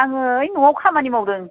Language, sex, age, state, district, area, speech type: Bodo, female, 45-60, Assam, Baksa, rural, conversation